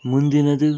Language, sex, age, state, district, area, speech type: Kannada, male, 60+, Karnataka, Bangalore Rural, urban, read